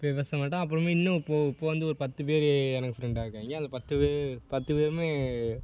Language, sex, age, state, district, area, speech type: Tamil, male, 18-30, Tamil Nadu, Perambalur, urban, spontaneous